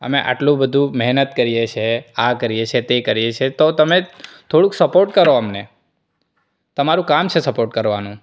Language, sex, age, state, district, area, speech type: Gujarati, male, 18-30, Gujarat, Surat, rural, spontaneous